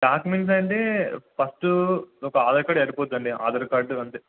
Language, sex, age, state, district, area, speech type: Telugu, male, 18-30, Telangana, Hanamkonda, urban, conversation